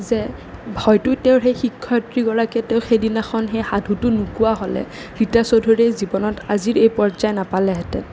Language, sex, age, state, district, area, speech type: Assamese, male, 18-30, Assam, Nalbari, urban, spontaneous